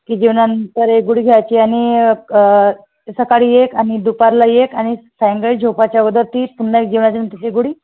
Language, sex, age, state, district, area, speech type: Marathi, female, 30-45, Maharashtra, Nagpur, urban, conversation